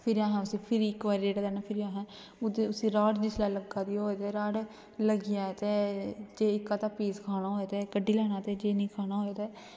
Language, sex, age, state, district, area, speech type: Dogri, female, 18-30, Jammu and Kashmir, Kathua, rural, spontaneous